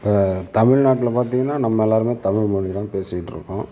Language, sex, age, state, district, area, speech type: Tamil, male, 60+, Tamil Nadu, Sivaganga, urban, spontaneous